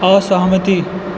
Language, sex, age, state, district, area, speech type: Maithili, male, 18-30, Bihar, Purnia, urban, read